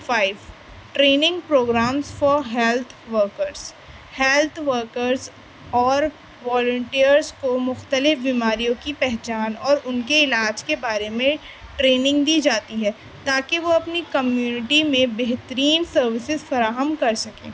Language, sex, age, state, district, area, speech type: Urdu, female, 18-30, Delhi, East Delhi, urban, spontaneous